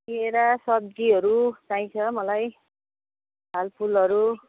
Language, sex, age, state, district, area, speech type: Nepali, female, 60+, West Bengal, Jalpaiguri, urban, conversation